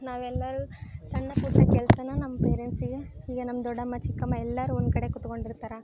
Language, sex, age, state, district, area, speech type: Kannada, female, 18-30, Karnataka, Koppal, urban, spontaneous